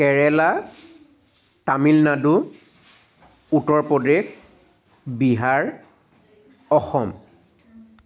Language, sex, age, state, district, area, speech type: Assamese, male, 45-60, Assam, Charaideo, urban, spontaneous